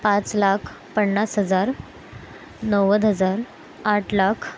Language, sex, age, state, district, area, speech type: Marathi, female, 18-30, Maharashtra, Mumbai Suburban, urban, spontaneous